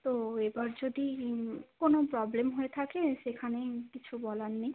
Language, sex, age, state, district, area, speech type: Bengali, female, 18-30, West Bengal, Hooghly, urban, conversation